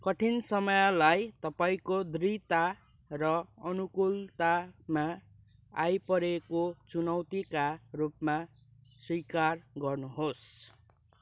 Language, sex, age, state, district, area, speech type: Nepali, male, 18-30, West Bengal, Kalimpong, rural, read